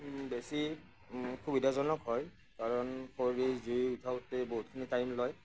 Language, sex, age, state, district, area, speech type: Assamese, male, 30-45, Assam, Nagaon, rural, spontaneous